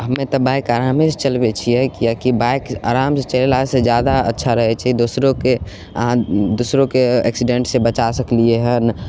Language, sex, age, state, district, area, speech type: Maithili, male, 18-30, Bihar, Samastipur, urban, spontaneous